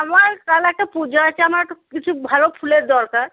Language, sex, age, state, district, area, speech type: Bengali, female, 60+, West Bengal, Cooch Behar, rural, conversation